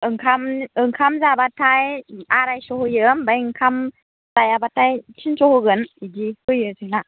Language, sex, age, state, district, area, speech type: Bodo, female, 30-45, Assam, Baksa, rural, conversation